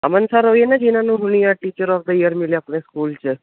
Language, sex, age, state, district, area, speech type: Punjabi, male, 18-30, Punjab, Ludhiana, urban, conversation